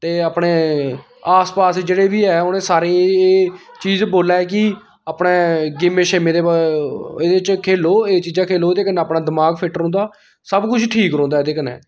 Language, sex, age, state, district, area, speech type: Dogri, male, 30-45, Jammu and Kashmir, Samba, rural, spontaneous